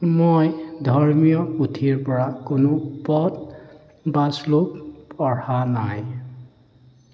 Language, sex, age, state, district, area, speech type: Assamese, male, 30-45, Assam, Sonitpur, rural, spontaneous